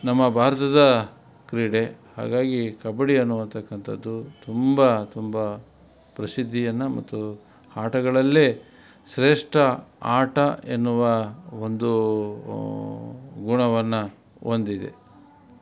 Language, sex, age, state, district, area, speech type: Kannada, male, 45-60, Karnataka, Davanagere, rural, spontaneous